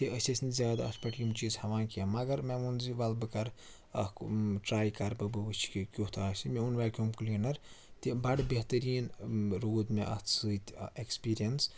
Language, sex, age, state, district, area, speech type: Kashmiri, male, 18-30, Jammu and Kashmir, Srinagar, urban, spontaneous